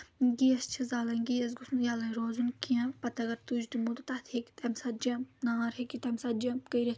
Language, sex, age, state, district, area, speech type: Kashmiri, female, 18-30, Jammu and Kashmir, Anantnag, rural, spontaneous